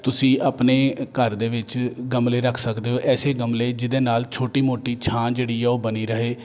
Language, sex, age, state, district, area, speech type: Punjabi, male, 30-45, Punjab, Jalandhar, urban, spontaneous